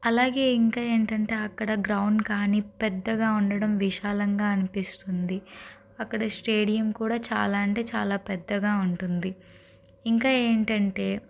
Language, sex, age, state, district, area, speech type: Telugu, female, 30-45, Andhra Pradesh, Guntur, urban, spontaneous